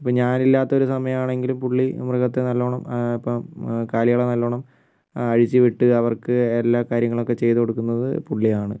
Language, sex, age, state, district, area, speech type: Malayalam, male, 45-60, Kerala, Wayanad, rural, spontaneous